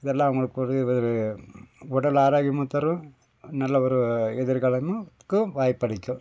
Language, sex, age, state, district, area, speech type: Tamil, male, 45-60, Tamil Nadu, Nilgiris, rural, spontaneous